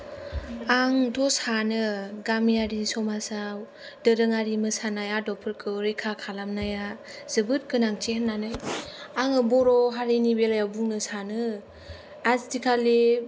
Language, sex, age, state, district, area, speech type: Bodo, female, 18-30, Assam, Kokrajhar, rural, spontaneous